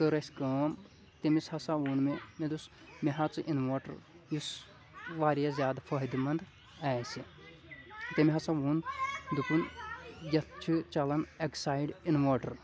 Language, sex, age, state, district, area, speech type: Kashmiri, male, 30-45, Jammu and Kashmir, Kulgam, rural, spontaneous